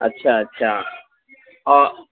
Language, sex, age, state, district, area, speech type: Urdu, male, 30-45, Uttar Pradesh, Gautam Buddha Nagar, rural, conversation